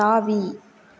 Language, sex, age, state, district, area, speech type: Tamil, female, 18-30, Tamil Nadu, Tiruvarur, rural, read